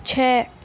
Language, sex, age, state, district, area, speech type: Urdu, female, 18-30, Uttar Pradesh, Gautam Buddha Nagar, rural, read